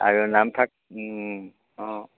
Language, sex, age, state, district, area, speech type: Assamese, male, 60+, Assam, Dibrugarh, rural, conversation